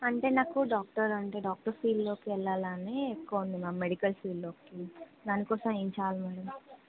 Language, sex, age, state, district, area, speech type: Telugu, female, 30-45, Telangana, Ranga Reddy, rural, conversation